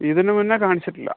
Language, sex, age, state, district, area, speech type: Malayalam, male, 30-45, Kerala, Kozhikode, urban, conversation